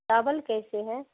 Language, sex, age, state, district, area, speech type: Urdu, female, 45-60, Bihar, Khagaria, rural, conversation